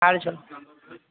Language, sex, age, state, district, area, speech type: Gujarati, male, 18-30, Gujarat, Aravalli, urban, conversation